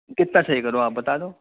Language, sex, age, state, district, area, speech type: Urdu, male, 18-30, Uttar Pradesh, Gautam Buddha Nagar, urban, conversation